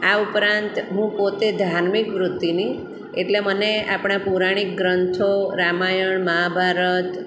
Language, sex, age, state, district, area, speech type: Gujarati, female, 45-60, Gujarat, Surat, urban, spontaneous